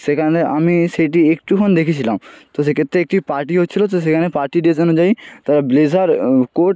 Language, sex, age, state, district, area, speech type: Bengali, male, 18-30, West Bengal, Jalpaiguri, rural, spontaneous